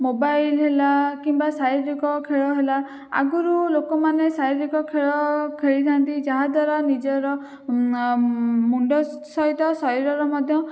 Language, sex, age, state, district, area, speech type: Odia, female, 18-30, Odisha, Jajpur, rural, spontaneous